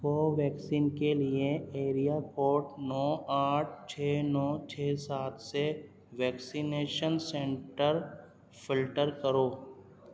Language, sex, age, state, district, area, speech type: Urdu, female, 30-45, Delhi, Central Delhi, urban, read